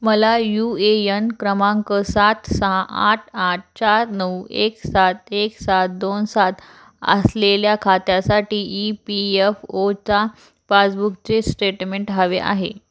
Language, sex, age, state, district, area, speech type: Marathi, female, 18-30, Maharashtra, Jalna, urban, read